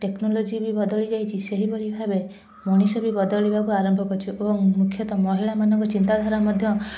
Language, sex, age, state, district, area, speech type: Odia, female, 18-30, Odisha, Kendrapara, urban, spontaneous